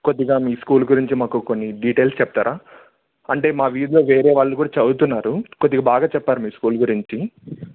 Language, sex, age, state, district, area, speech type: Telugu, male, 18-30, Andhra Pradesh, Annamaya, rural, conversation